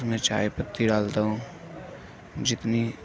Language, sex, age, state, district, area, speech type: Urdu, male, 18-30, Uttar Pradesh, Gautam Buddha Nagar, rural, spontaneous